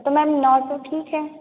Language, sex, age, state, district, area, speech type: Hindi, female, 18-30, Madhya Pradesh, Hoshangabad, rural, conversation